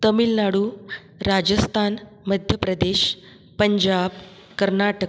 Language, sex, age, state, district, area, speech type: Marathi, female, 45-60, Maharashtra, Buldhana, rural, spontaneous